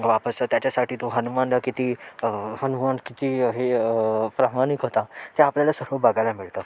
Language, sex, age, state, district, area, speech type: Marathi, male, 18-30, Maharashtra, Thane, urban, spontaneous